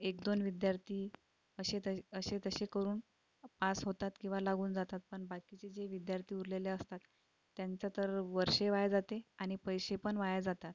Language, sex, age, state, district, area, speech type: Marathi, female, 30-45, Maharashtra, Akola, urban, spontaneous